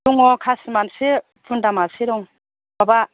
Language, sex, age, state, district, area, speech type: Bodo, female, 45-60, Assam, Chirang, rural, conversation